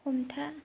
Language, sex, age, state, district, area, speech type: Bodo, other, 30-45, Assam, Kokrajhar, rural, read